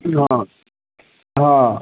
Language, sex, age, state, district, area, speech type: Hindi, male, 60+, Bihar, Madhepura, rural, conversation